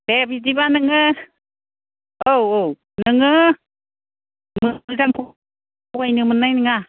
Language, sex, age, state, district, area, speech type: Bodo, female, 60+, Assam, Kokrajhar, urban, conversation